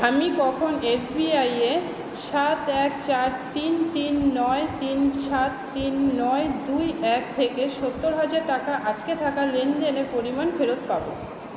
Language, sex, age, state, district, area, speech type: Bengali, female, 60+, West Bengal, Purba Bardhaman, urban, read